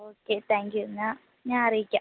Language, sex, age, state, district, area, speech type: Malayalam, female, 18-30, Kerala, Idukki, rural, conversation